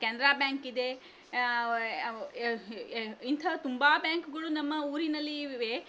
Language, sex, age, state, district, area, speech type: Kannada, female, 18-30, Karnataka, Shimoga, rural, spontaneous